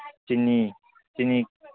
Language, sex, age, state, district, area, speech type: Manipuri, male, 30-45, Manipur, Kangpokpi, urban, conversation